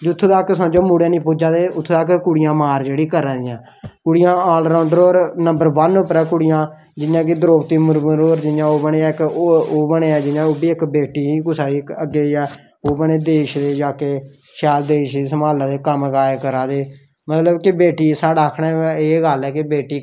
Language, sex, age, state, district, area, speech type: Dogri, male, 18-30, Jammu and Kashmir, Samba, rural, spontaneous